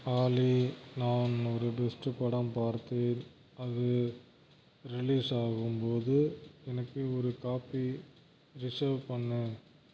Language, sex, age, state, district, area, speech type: Tamil, male, 45-60, Tamil Nadu, Tiruvarur, rural, read